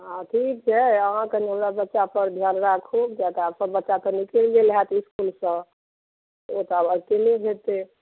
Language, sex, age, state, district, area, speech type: Maithili, female, 45-60, Bihar, Darbhanga, urban, conversation